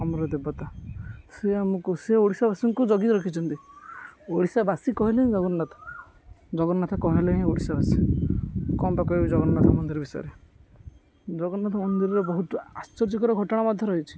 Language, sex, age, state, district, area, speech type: Odia, male, 18-30, Odisha, Jagatsinghpur, rural, spontaneous